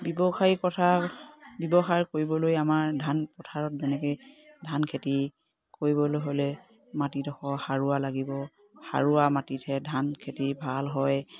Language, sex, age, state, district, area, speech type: Assamese, female, 45-60, Assam, Dibrugarh, rural, spontaneous